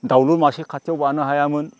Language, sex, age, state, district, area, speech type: Bodo, male, 45-60, Assam, Baksa, rural, spontaneous